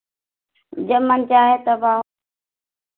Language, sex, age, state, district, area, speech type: Hindi, female, 60+, Uttar Pradesh, Hardoi, rural, conversation